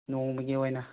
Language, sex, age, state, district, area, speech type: Manipuri, male, 45-60, Manipur, Bishnupur, rural, conversation